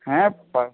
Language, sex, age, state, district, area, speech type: Bengali, male, 18-30, West Bengal, Jhargram, rural, conversation